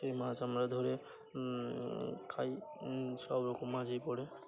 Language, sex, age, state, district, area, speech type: Bengali, male, 45-60, West Bengal, Birbhum, urban, spontaneous